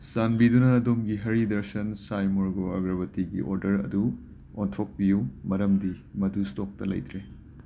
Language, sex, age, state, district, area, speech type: Manipuri, male, 18-30, Manipur, Imphal West, rural, read